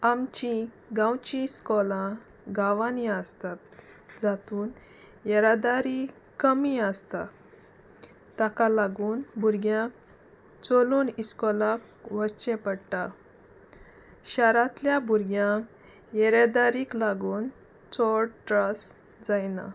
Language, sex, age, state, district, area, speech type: Goan Konkani, female, 30-45, Goa, Salcete, rural, spontaneous